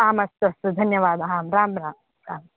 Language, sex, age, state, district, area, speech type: Sanskrit, female, 18-30, Karnataka, Gadag, urban, conversation